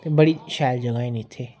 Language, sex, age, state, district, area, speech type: Dogri, female, 18-30, Jammu and Kashmir, Jammu, rural, spontaneous